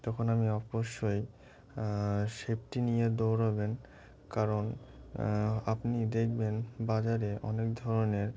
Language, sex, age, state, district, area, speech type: Bengali, male, 18-30, West Bengal, Murshidabad, urban, spontaneous